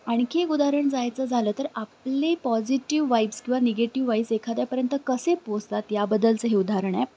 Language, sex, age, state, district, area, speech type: Marathi, female, 18-30, Maharashtra, Pune, urban, spontaneous